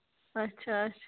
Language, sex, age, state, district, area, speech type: Kashmiri, female, 18-30, Jammu and Kashmir, Budgam, rural, conversation